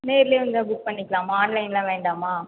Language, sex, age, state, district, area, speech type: Tamil, female, 18-30, Tamil Nadu, Viluppuram, rural, conversation